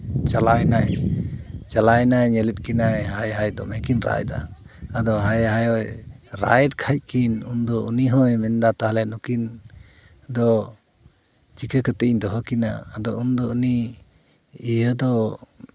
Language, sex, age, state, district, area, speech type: Santali, male, 45-60, West Bengal, Purulia, rural, spontaneous